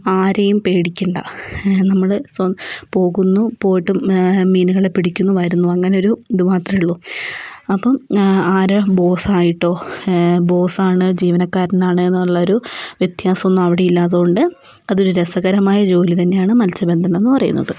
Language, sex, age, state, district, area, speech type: Malayalam, female, 45-60, Kerala, Wayanad, rural, spontaneous